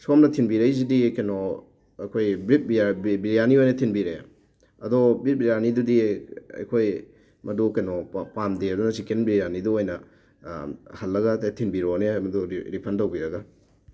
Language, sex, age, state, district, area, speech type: Manipuri, male, 18-30, Manipur, Thoubal, rural, spontaneous